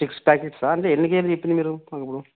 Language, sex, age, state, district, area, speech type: Telugu, male, 30-45, Andhra Pradesh, Nandyal, rural, conversation